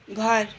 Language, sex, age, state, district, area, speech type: Nepali, female, 45-60, West Bengal, Darjeeling, rural, read